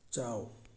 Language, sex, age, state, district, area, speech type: Manipuri, male, 18-30, Manipur, Tengnoupal, rural, read